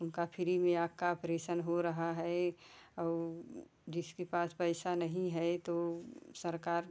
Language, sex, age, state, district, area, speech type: Hindi, female, 45-60, Uttar Pradesh, Jaunpur, rural, spontaneous